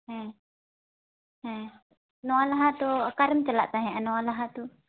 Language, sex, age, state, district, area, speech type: Santali, female, 18-30, West Bengal, Jhargram, rural, conversation